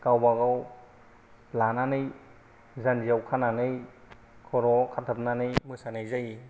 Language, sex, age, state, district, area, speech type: Bodo, male, 30-45, Assam, Kokrajhar, rural, spontaneous